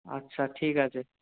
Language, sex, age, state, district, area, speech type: Bengali, male, 45-60, West Bengal, Purba Bardhaman, urban, conversation